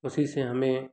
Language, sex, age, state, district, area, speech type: Hindi, male, 30-45, Madhya Pradesh, Ujjain, rural, spontaneous